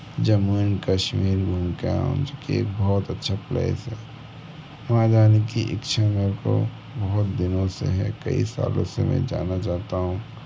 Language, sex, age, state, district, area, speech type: Hindi, male, 18-30, Madhya Pradesh, Bhopal, urban, spontaneous